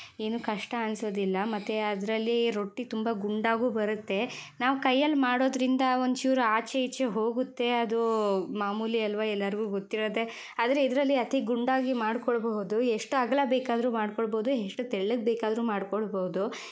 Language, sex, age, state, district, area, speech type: Kannada, female, 18-30, Karnataka, Shimoga, rural, spontaneous